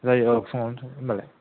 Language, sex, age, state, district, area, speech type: Bodo, male, 18-30, Assam, Kokrajhar, rural, conversation